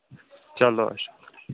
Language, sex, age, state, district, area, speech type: Kashmiri, male, 18-30, Jammu and Kashmir, Shopian, urban, conversation